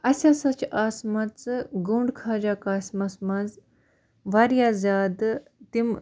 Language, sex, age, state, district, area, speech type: Kashmiri, female, 18-30, Jammu and Kashmir, Baramulla, rural, spontaneous